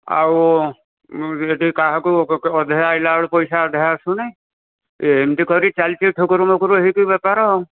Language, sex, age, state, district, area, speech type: Odia, male, 60+, Odisha, Jharsuguda, rural, conversation